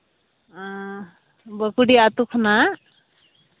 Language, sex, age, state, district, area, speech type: Santali, female, 18-30, West Bengal, Malda, rural, conversation